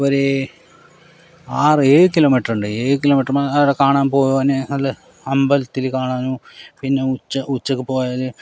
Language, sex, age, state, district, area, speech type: Malayalam, male, 45-60, Kerala, Kasaragod, rural, spontaneous